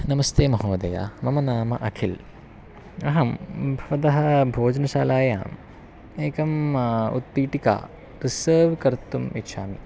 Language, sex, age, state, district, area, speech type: Sanskrit, male, 30-45, Kerala, Ernakulam, rural, spontaneous